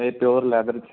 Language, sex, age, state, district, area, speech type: Punjabi, male, 18-30, Punjab, Firozpur, rural, conversation